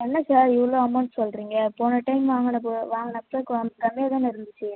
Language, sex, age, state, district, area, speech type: Tamil, female, 30-45, Tamil Nadu, Viluppuram, rural, conversation